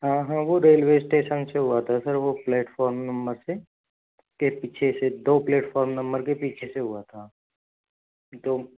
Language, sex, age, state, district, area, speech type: Hindi, male, 30-45, Rajasthan, Jaipur, urban, conversation